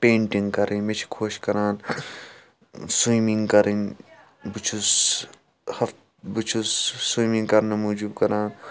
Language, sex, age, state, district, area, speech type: Kashmiri, male, 18-30, Jammu and Kashmir, Srinagar, urban, spontaneous